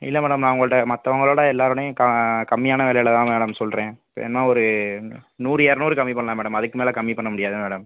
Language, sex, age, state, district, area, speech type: Tamil, male, 30-45, Tamil Nadu, Pudukkottai, rural, conversation